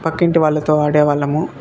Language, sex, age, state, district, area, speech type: Telugu, male, 18-30, Andhra Pradesh, Sri Balaji, rural, spontaneous